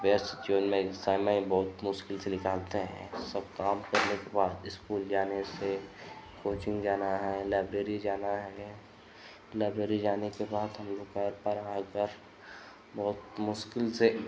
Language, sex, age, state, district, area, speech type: Hindi, male, 18-30, Uttar Pradesh, Ghazipur, urban, spontaneous